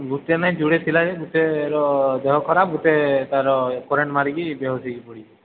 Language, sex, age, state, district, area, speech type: Odia, male, 18-30, Odisha, Sambalpur, rural, conversation